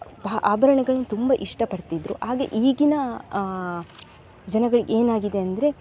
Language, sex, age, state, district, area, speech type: Kannada, female, 18-30, Karnataka, Dakshina Kannada, urban, spontaneous